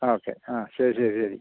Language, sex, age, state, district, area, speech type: Malayalam, male, 60+, Kerala, Kottayam, urban, conversation